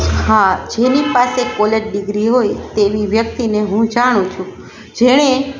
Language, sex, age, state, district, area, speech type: Gujarati, female, 45-60, Gujarat, Rajkot, rural, spontaneous